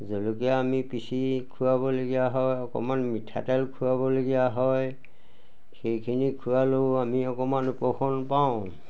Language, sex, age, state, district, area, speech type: Assamese, male, 60+, Assam, Majuli, urban, spontaneous